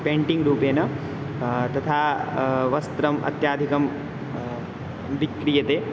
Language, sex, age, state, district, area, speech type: Sanskrit, male, 18-30, Bihar, Madhubani, rural, spontaneous